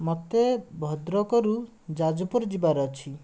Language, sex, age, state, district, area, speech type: Odia, male, 18-30, Odisha, Bhadrak, rural, spontaneous